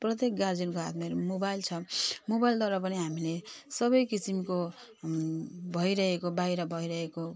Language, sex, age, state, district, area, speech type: Nepali, female, 45-60, West Bengal, Jalpaiguri, urban, spontaneous